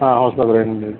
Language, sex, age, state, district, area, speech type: Kannada, male, 30-45, Karnataka, Udupi, rural, conversation